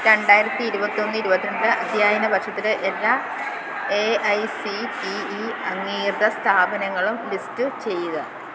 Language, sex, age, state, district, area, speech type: Malayalam, female, 30-45, Kerala, Alappuzha, rural, read